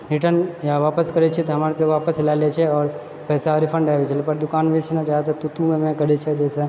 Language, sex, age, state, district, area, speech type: Maithili, male, 30-45, Bihar, Purnia, rural, spontaneous